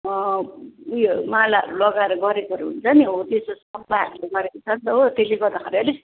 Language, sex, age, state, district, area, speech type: Nepali, female, 45-60, West Bengal, Jalpaiguri, urban, conversation